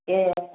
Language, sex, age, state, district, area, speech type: Bodo, female, 30-45, Assam, Chirang, urban, conversation